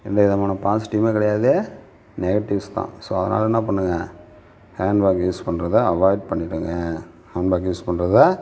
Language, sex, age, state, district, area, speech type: Tamil, male, 60+, Tamil Nadu, Sivaganga, urban, spontaneous